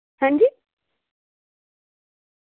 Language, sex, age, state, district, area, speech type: Dogri, female, 18-30, Jammu and Kashmir, Samba, rural, conversation